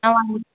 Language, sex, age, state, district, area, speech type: Tamil, female, 30-45, Tamil Nadu, Cuddalore, rural, conversation